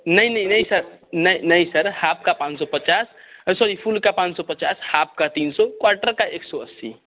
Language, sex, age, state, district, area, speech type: Hindi, male, 30-45, Bihar, Darbhanga, rural, conversation